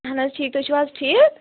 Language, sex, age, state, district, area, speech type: Kashmiri, female, 18-30, Jammu and Kashmir, Anantnag, rural, conversation